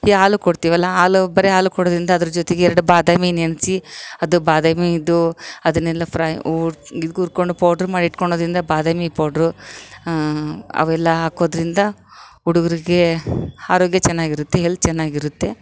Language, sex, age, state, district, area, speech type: Kannada, female, 45-60, Karnataka, Vijayanagara, rural, spontaneous